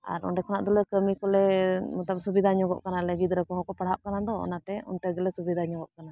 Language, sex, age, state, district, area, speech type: Santali, female, 45-60, Jharkhand, Bokaro, rural, spontaneous